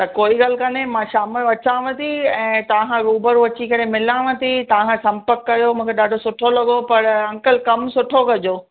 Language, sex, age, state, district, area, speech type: Sindhi, female, 45-60, Gujarat, Kutch, rural, conversation